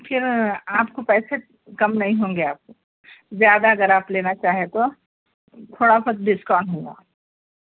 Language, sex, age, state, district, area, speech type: Urdu, other, 60+, Telangana, Hyderabad, urban, conversation